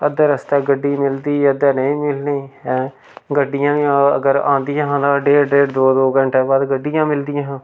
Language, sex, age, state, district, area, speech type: Dogri, male, 30-45, Jammu and Kashmir, Reasi, rural, spontaneous